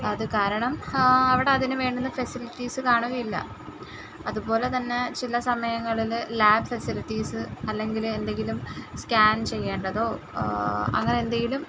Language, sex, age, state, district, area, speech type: Malayalam, female, 18-30, Kerala, Kollam, rural, spontaneous